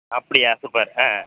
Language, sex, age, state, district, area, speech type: Tamil, male, 45-60, Tamil Nadu, Thanjavur, rural, conversation